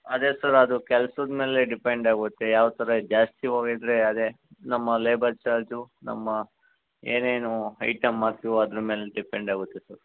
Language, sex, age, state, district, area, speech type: Kannada, male, 45-60, Karnataka, Chikkaballapur, urban, conversation